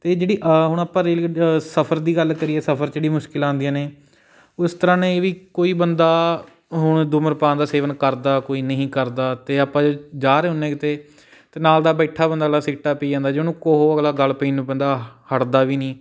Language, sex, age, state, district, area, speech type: Punjabi, male, 18-30, Punjab, Patiala, urban, spontaneous